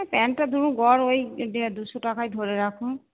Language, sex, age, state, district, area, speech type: Bengali, female, 45-60, West Bengal, Purba Bardhaman, urban, conversation